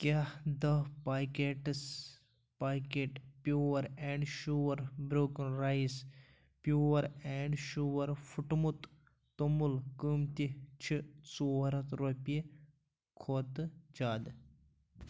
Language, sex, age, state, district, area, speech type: Kashmiri, male, 18-30, Jammu and Kashmir, Pulwama, rural, read